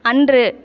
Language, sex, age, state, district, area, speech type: Tamil, female, 30-45, Tamil Nadu, Ariyalur, rural, read